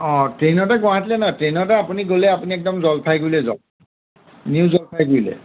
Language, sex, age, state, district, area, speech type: Assamese, male, 45-60, Assam, Golaghat, urban, conversation